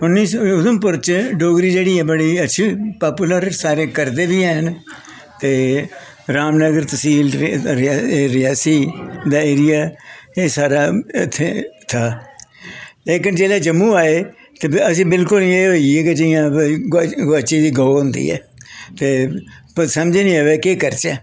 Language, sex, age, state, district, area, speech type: Dogri, male, 60+, Jammu and Kashmir, Jammu, urban, spontaneous